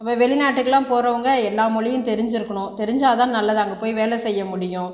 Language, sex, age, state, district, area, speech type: Tamil, female, 30-45, Tamil Nadu, Tiruchirappalli, rural, spontaneous